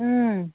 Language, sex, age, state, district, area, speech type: Manipuri, female, 30-45, Manipur, Senapati, rural, conversation